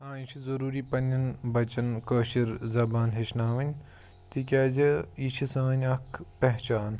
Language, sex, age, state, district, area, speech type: Kashmiri, male, 18-30, Jammu and Kashmir, Pulwama, rural, spontaneous